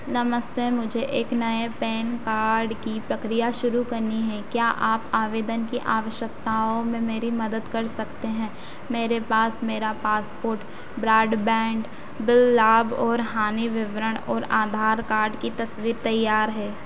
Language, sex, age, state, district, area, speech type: Hindi, female, 30-45, Madhya Pradesh, Harda, urban, read